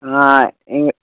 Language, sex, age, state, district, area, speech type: Tamil, male, 30-45, Tamil Nadu, Tiruvarur, rural, conversation